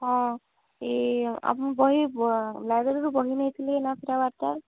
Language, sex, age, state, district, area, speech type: Odia, female, 18-30, Odisha, Subarnapur, urban, conversation